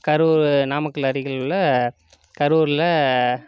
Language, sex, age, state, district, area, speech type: Tamil, male, 30-45, Tamil Nadu, Namakkal, rural, spontaneous